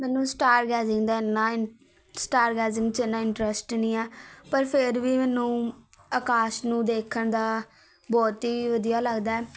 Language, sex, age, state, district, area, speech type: Punjabi, female, 18-30, Punjab, Patiala, urban, spontaneous